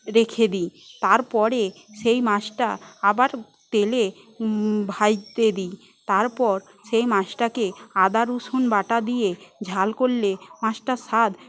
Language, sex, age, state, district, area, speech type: Bengali, female, 18-30, West Bengal, Paschim Medinipur, rural, spontaneous